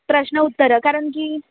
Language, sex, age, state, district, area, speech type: Marathi, female, 18-30, Maharashtra, Mumbai Suburban, urban, conversation